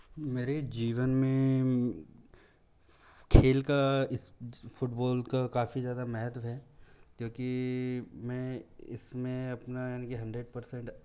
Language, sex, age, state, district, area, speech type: Hindi, male, 18-30, Madhya Pradesh, Bhopal, urban, spontaneous